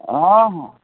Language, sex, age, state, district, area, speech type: Odia, male, 60+, Odisha, Gajapati, rural, conversation